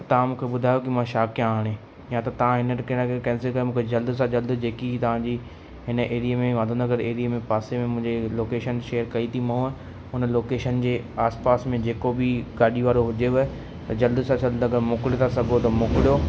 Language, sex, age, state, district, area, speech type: Sindhi, male, 18-30, Madhya Pradesh, Katni, urban, spontaneous